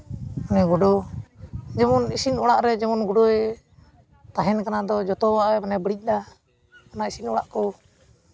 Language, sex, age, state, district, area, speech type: Santali, male, 18-30, West Bengal, Uttar Dinajpur, rural, spontaneous